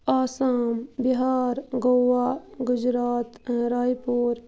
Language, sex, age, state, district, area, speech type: Kashmiri, female, 18-30, Jammu and Kashmir, Bandipora, rural, spontaneous